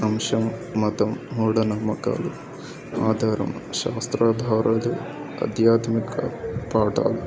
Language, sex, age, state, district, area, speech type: Telugu, male, 18-30, Telangana, Medak, rural, spontaneous